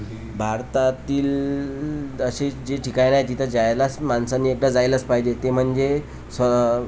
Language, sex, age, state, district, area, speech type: Marathi, male, 30-45, Maharashtra, Amravati, rural, spontaneous